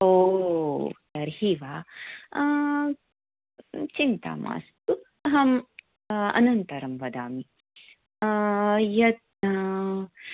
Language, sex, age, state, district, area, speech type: Sanskrit, female, 30-45, Karnataka, Bangalore Urban, urban, conversation